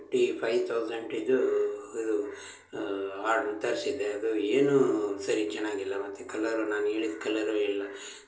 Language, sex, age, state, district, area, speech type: Kannada, male, 60+, Karnataka, Shimoga, rural, spontaneous